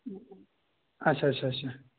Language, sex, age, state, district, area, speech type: Kashmiri, male, 45-60, Jammu and Kashmir, Kupwara, urban, conversation